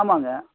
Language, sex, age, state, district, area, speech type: Tamil, male, 45-60, Tamil Nadu, Tiruppur, rural, conversation